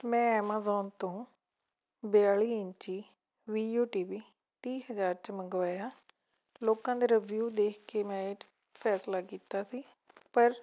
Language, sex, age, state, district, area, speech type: Punjabi, female, 45-60, Punjab, Fatehgarh Sahib, rural, spontaneous